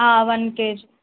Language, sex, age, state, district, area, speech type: Telugu, female, 18-30, Telangana, Warangal, rural, conversation